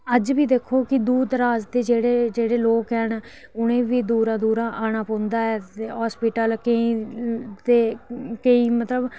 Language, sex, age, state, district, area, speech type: Dogri, female, 18-30, Jammu and Kashmir, Reasi, urban, spontaneous